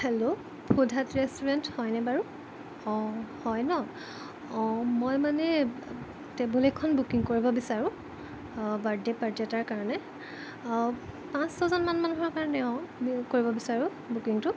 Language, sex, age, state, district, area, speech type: Assamese, female, 18-30, Assam, Jorhat, urban, spontaneous